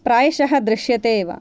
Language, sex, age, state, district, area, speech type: Sanskrit, female, 30-45, Karnataka, Shimoga, rural, spontaneous